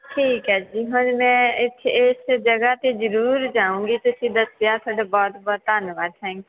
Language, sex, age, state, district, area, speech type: Punjabi, female, 18-30, Punjab, Faridkot, rural, conversation